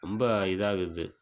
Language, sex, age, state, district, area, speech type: Tamil, male, 18-30, Tamil Nadu, Viluppuram, rural, spontaneous